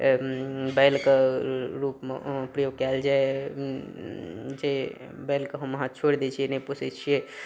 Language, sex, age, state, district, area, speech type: Maithili, male, 30-45, Bihar, Darbhanga, rural, spontaneous